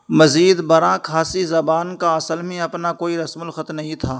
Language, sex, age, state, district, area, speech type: Urdu, male, 18-30, Uttar Pradesh, Saharanpur, urban, read